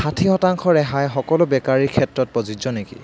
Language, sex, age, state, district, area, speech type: Assamese, male, 18-30, Assam, Kamrup Metropolitan, urban, read